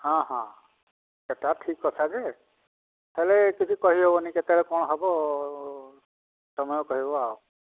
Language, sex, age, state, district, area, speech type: Odia, male, 60+, Odisha, Angul, rural, conversation